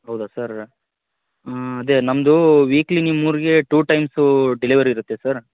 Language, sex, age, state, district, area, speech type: Kannada, male, 30-45, Karnataka, Dharwad, rural, conversation